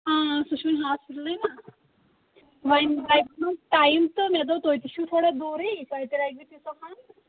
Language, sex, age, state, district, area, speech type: Kashmiri, female, 18-30, Jammu and Kashmir, Kulgam, rural, conversation